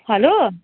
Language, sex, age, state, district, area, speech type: Nepali, female, 30-45, West Bengal, Kalimpong, rural, conversation